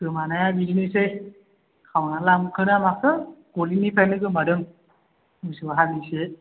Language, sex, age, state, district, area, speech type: Bodo, male, 18-30, Assam, Kokrajhar, rural, conversation